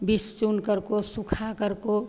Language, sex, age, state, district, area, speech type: Hindi, female, 60+, Bihar, Begusarai, rural, spontaneous